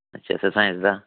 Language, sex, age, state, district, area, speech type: Dogri, male, 45-60, Jammu and Kashmir, Samba, rural, conversation